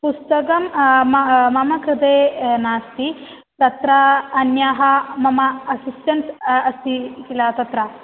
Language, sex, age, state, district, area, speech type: Sanskrit, female, 18-30, Kerala, Malappuram, urban, conversation